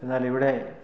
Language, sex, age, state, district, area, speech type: Malayalam, male, 45-60, Kerala, Idukki, rural, spontaneous